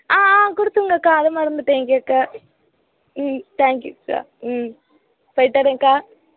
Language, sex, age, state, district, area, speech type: Tamil, female, 18-30, Tamil Nadu, Madurai, urban, conversation